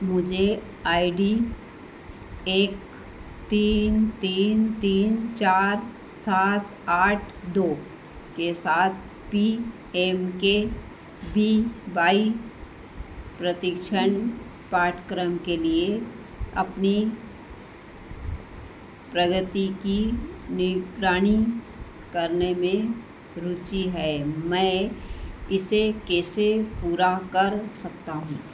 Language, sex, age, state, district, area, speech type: Hindi, female, 60+, Madhya Pradesh, Harda, urban, read